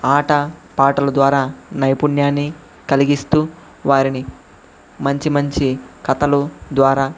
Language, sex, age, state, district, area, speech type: Telugu, male, 45-60, Andhra Pradesh, Chittoor, urban, spontaneous